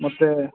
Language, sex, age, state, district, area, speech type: Kannada, male, 45-60, Karnataka, Koppal, rural, conversation